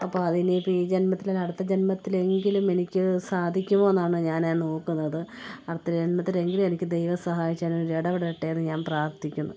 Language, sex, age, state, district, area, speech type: Malayalam, female, 45-60, Kerala, Kottayam, rural, spontaneous